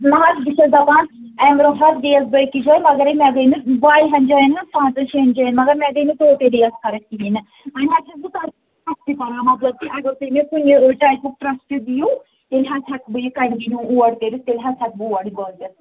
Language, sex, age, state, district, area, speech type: Kashmiri, female, 18-30, Jammu and Kashmir, Pulwama, urban, conversation